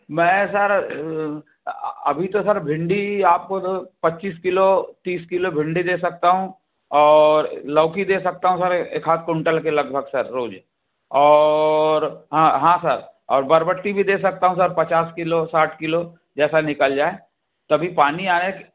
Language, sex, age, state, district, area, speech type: Hindi, male, 60+, Madhya Pradesh, Balaghat, rural, conversation